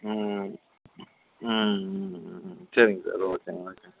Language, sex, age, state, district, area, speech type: Tamil, male, 45-60, Tamil Nadu, Dharmapuri, rural, conversation